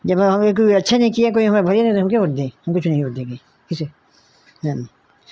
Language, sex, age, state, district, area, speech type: Hindi, female, 60+, Uttar Pradesh, Ghazipur, rural, spontaneous